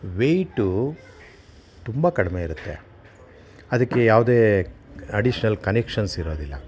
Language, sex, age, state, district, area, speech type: Kannada, male, 60+, Karnataka, Bangalore Urban, urban, spontaneous